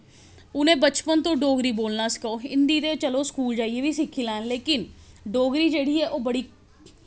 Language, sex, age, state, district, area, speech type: Dogri, female, 30-45, Jammu and Kashmir, Jammu, urban, spontaneous